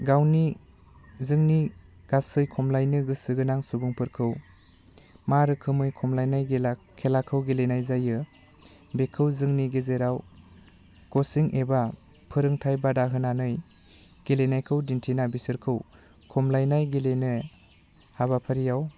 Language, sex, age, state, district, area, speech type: Bodo, male, 18-30, Assam, Udalguri, rural, spontaneous